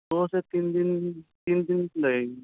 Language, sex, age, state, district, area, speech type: Urdu, male, 45-60, Delhi, South Delhi, urban, conversation